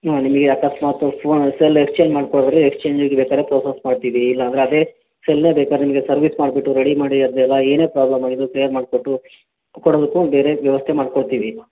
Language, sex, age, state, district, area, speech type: Kannada, male, 30-45, Karnataka, Shimoga, urban, conversation